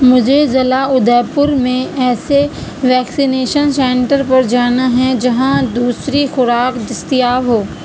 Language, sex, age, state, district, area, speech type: Urdu, female, 18-30, Uttar Pradesh, Gautam Buddha Nagar, rural, read